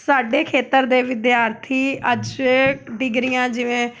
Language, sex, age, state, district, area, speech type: Punjabi, female, 30-45, Punjab, Amritsar, urban, spontaneous